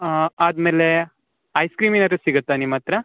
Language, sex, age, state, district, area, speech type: Kannada, male, 18-30, Karnataka, Uttara Kannada, rural, conversation